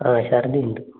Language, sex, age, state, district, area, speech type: Malayalam, male, 18-30, Kerala, Wayanad, rural, conversation